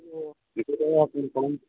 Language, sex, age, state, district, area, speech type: Bengali, male, 18-30, West Bengal, Uttar Dinajpur, urban, conversation